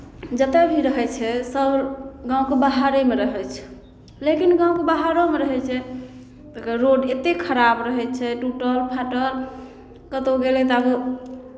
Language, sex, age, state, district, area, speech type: Maithili, female, 18-30, Bihar, Samastipur, rural, spontaneous